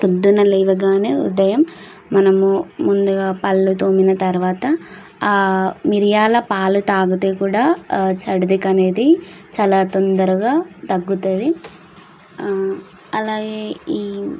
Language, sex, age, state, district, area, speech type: Telugu, female, 18-30, Telangana, Nalgonda, urban, spontaneous